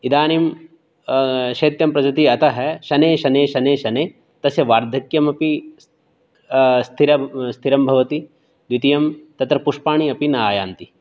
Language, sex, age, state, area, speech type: Sanskrit, male, 30-45, Rajasthan, urban, spontaneous